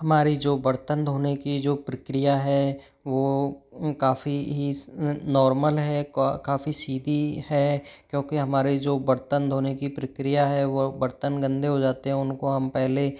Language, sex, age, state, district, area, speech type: Hindi, male, 30-45, Rajasthan, Jodhpur, rural, spontaneous